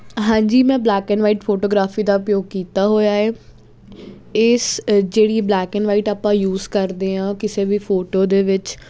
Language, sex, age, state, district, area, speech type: Punjabi, female, 18-30, Punjab, Jalandhar, urban, spontaneous